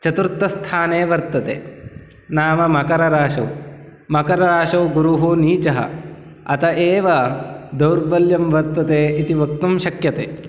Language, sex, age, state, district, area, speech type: Sanskrit, male, 18-30, Karnataka, Uttara Kannada, rural, spontaneous